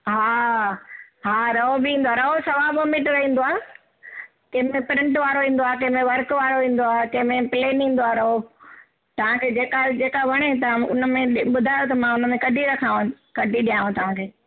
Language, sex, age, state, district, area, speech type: Sindhi, female, 60+, Gujarat, Surat, urban, conversation